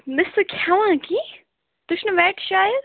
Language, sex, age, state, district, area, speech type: Kashmiri, female, 30-45, Jammu and Kashmir, Bandipora, rural, conversation